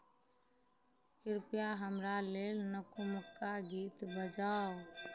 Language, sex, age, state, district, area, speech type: Maithili, female, 30-45, Bihar, Madhubani, rural, read